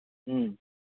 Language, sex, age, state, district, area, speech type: Manipuri, male, 18-30, Manipur, Chandel, rural, conversation